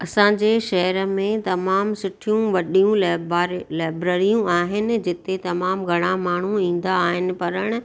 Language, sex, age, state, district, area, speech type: Sindhi, female, 45-60, Maharashtra, Thane, urban, spontaneous